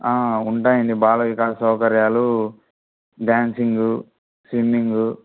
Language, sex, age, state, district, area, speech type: Telugu, male, 18-30, Andhra Pradesh, Anantapur, urban, conversation